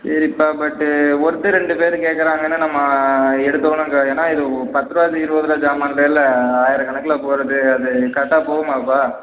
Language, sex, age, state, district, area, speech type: Tamil, male, 18-30, Tamil Nadu, Perambalur, rural, conversation